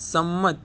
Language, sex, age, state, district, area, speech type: Gujarati, male, 18-30, Gujarat, Surat, urban, read